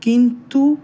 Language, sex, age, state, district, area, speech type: Bengali, male, 18-30, West Bengal, Howrah, urban, spontaneous